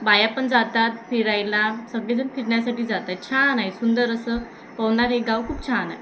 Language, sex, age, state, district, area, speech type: Marathi, female, 18-30, Maharashtra, Thane, urban, spontaneous